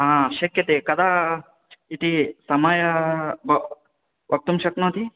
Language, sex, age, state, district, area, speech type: Sanskrit, male, 18-30, Karnataka, Yadgir, urban, conversation